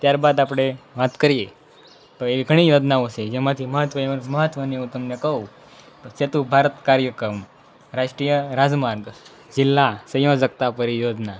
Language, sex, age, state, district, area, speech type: Gujarati, male, 18-30, Gujarat, Anand, rural, spontaneous